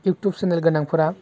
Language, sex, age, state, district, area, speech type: Bodo, male, 18-30, Assam, Baksa, rural, spontaneous